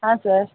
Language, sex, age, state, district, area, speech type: Kannada, female, 30-45, Karnataka, Bangalore Urban, rural, conversation